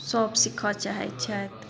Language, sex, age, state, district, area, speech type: Maithili, female, 45-60, Bihar, Madhubani, rural, spontaneous